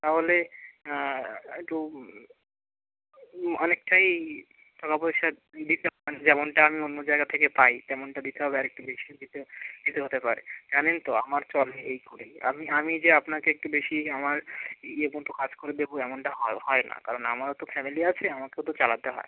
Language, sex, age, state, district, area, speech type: Bengali, male, 30-45, West Bengal, Hooghly, urban, conversation